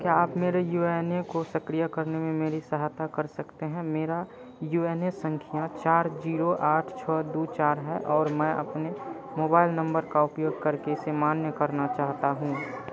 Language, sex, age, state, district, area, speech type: Hindi, male, 30-45, Bihar, Madhepura, rural, read